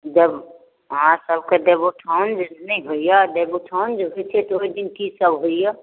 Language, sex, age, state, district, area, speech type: Maithili, female, 60+, Bihar, Darbhanga, urban, conversation